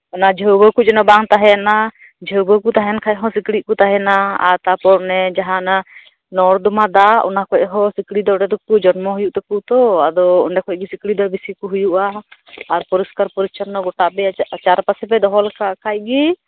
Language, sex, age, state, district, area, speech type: Santali, female, 30-45, West Bengal, Birbhum, rural, conversation